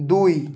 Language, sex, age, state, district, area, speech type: Bengali, male, 30-45, West Bengal, Purba Medinipur, rural, read